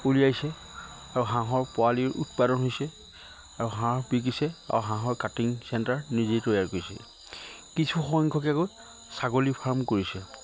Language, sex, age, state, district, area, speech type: Assamese, male, 30-45, Assam, Majuli, urban, spontaneous